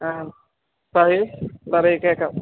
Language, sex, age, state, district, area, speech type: Malayalam, male, 30-45, Kerala, Alappuzha, rural, conversation